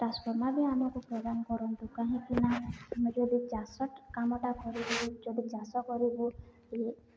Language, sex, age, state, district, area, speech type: Odia, female, 18-30, Odisha, Balangir, urban, spontaneous